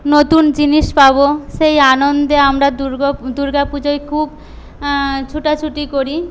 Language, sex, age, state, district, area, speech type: Bengali, female, 18-30, West Bengal, Paschim Medinipur, rural, spontaneous